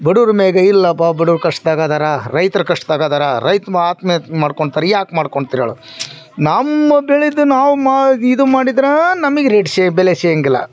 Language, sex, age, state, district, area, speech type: Kannada, male, 45-60, Karnataka, Vijayanagara, rural, spontaneous